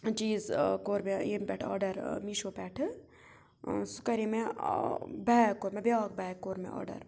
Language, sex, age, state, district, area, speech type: Kashmiri, other, 30-45, Jammu and Kashmir, Budgam, rural, spontaneous